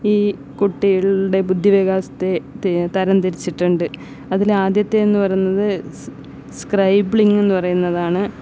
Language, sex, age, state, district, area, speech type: Malayalam, female, 30-45, Kerala, Kasaragod, rural, spontaneous